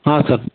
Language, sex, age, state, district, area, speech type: Kannada, male, 30-45, Karnataka, Bidar, urban, conversation